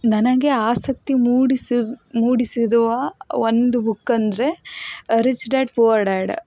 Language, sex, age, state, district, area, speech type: Kannada, female, 30-45, Karnataka, Davanagere, rural, spontaneous